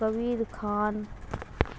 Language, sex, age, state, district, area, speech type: Urdu, female, 45-60, Bihar, Darbhanga, rural, spontaneous